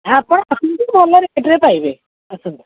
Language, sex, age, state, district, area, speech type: Odia, female, 45-60, Odisha, Puri, urban, conversation